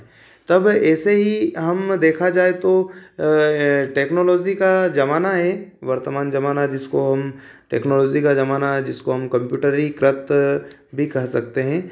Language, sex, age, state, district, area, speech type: Hindi, male, 30-45, Madhya Pradesh, Ujjain, urban, spontaneous